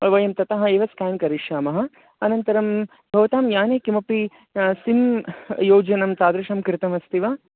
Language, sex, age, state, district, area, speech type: Sanskrit, male, 30-45, Karnataka, Bangalore Urban, urban, conversation